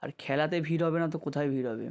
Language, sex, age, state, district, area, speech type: Bengali, male, 30-45, West Bengal, South 24 Parganas, rural, spontaneous